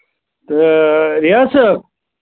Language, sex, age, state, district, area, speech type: Kashmiri, male, 60+, Jammu and Kashmir, Ganderbal, rural, conversation